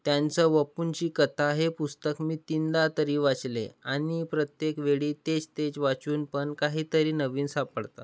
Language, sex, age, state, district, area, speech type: Marathi, male, 18-30, Maharashtra, Nagpur, rural, spontaneous